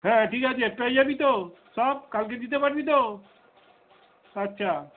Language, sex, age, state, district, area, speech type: Bengali, male, 60+, West Bengal, Darjeeling, rural, conversation